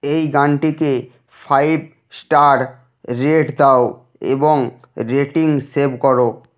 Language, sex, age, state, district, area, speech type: Bengali, male, 30-45, West Bengal, Nadia, rural, read